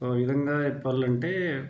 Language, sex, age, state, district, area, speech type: Telugu, male, 30-45, Telangana, Mancherial, rural, spontaneous